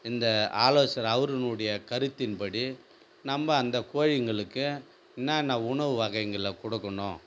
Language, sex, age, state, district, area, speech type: Tamil, male, 45-60, Tamil Nadu, Viluppuram, rural, spontaneous